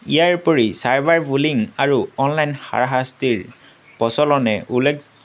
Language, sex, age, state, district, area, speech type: Assamese, male, 18-30, Assam, Tinsukia, urban, spontaneous